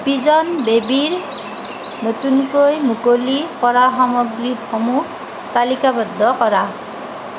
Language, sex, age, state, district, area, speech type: Assamese, female, 45-60, Assam, Nalbari, rural, read